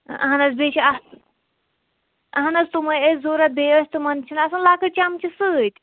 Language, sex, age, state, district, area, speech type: Kashmiri, female, 30-45, Jammu and Kashmir, Shopian, urban, conversation